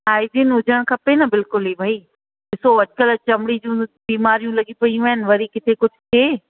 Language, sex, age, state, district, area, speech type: Sindhi, female, 60+, Rajasthan, Ajmer, urban, conversation